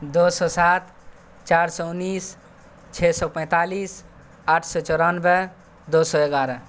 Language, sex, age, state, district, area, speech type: Urdu, male, 18-30, Bihar, Saharsa, rural, spontaneous